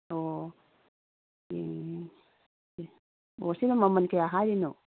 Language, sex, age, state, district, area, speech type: Manipuri, female, 45-60, Manipur, Kangpokpi, urban, conversation